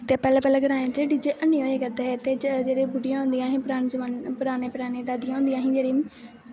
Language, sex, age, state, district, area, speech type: Dogri, female, 18-30, Jammu and Kashmir, Kathua, rural, spontaneous